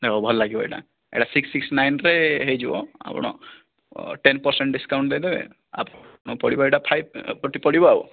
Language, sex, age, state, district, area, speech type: Odia, male, 18-30, Odisha, Kandhamal, rural, conversation